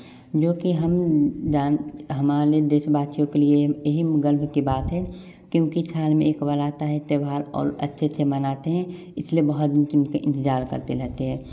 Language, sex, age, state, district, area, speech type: Hindi, male, 18-30, Bihar, Samastipur, rural, spontaneous